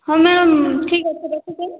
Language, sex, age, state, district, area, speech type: Odia, female, 60+, Odisha, Boudh, rural, conversation